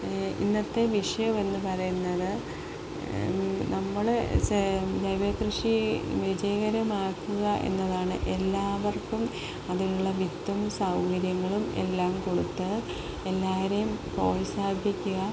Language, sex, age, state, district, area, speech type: Malayalam, female, 30-45, Kerala, Palakkad, rural, spontaneous